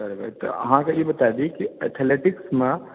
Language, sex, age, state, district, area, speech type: Maithili, male, 30-45, Bihar, Supaul, urban, conversation